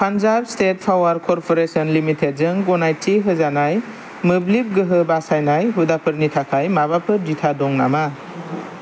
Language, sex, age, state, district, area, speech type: Bodo, male, 18-30, Assam, Kokrajhar, urban, read